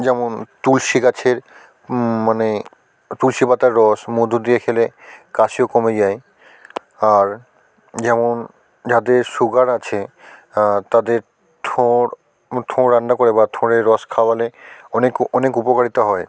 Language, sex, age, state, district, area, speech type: Bengali, male, 45-60, West Bengal, South 24 Parganas, rural, spontaneous